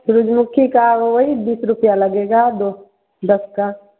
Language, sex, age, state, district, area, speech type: Hindi, female, 30-45, Bihar, Samastipur, rural, conversation